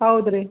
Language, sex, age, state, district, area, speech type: Kannada, female, 45-60, Karnataka, Gulbarga, urban, conversation